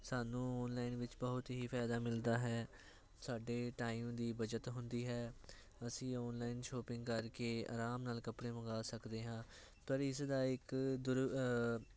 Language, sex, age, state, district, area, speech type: Punjabi, male, 18-30, Punjab, Hoshiarpur, urban, spontaneous